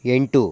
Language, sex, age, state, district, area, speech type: Kannada, male, 18-30, Karnataka, Mysore, rural, read